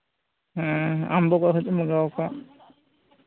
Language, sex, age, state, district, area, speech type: Santali, male, 18-30, Jharkhand, Pakur, rural, conversation